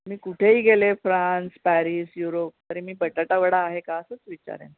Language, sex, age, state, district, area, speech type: Marathi, female, 60+, Maharashtra, Mumbai Suburban, urban, conversation